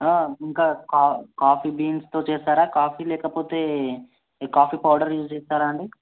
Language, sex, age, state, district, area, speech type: Telugu, male, 18-30, Telangana, Hyderabad, urban, conversation